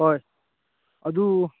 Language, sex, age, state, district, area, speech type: Manipuri, male, 18-30, Manipur, Churachandpur, rural, conversation